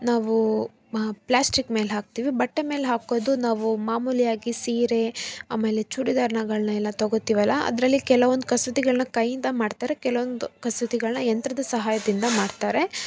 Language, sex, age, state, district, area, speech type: Kannada, female, 18-30, Karnataka, Davanagere, rural, spontaneous